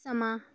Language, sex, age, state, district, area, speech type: Punjabi, female, 18-30, Punjab, Gurdaspur, urban, read